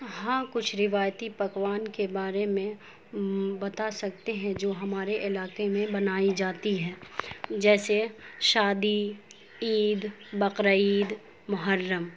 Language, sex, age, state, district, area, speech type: Urdu, female, 18-30, Bihar, Saharsa, urban, spontaneous